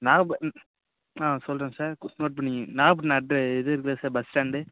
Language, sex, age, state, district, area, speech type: Tamil, male, 18-30, Tamil Nadu, Nagapattinam, rural, conversation